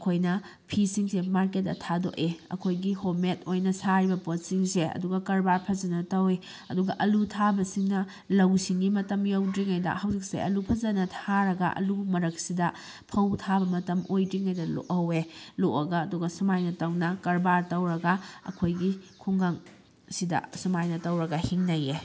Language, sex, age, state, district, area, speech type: Manipuri, female, 30-45, Manipur, Kakching, rural, spontaneous